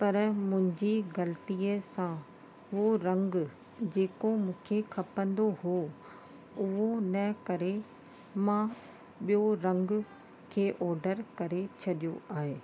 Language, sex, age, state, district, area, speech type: Sindhi, female, 30-45, Rajasthan, Ajmer, urban, spontaneous